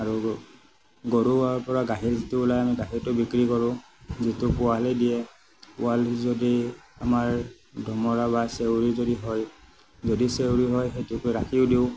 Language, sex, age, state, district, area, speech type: Assamese, male, 45-60, Assam, Morigaon, rural, spontaneous